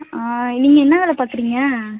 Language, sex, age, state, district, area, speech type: Tamil, female, 30-45, Tamil Nadu, Ariyalur, rural, conversation